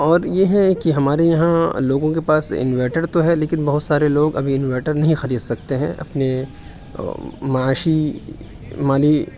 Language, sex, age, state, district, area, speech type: Urdu, male, 45-60, Uttar Pradesh, Aligarh, urban, spontaneous